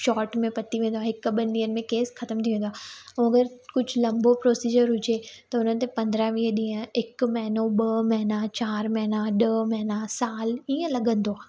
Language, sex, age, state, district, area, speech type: Sindhi, female, 18-30, Gujarat, Surat, urban, spontaneous